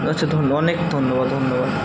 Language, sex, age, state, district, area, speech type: Bengali, male, 18-30, West Bengal, Kolkata, urban, spontaneous